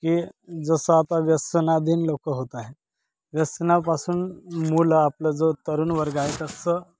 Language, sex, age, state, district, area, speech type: Marathi, male, 30-45, Maharashtra, Gadchiroli, rural, spontaneous